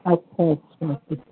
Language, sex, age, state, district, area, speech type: Urdu, female, 60+, Uttar Pradesh, Rampur, urban, conversation